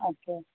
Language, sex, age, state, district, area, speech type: Assamese, female, 45-60, Assam, Tinsukia, rural, conversation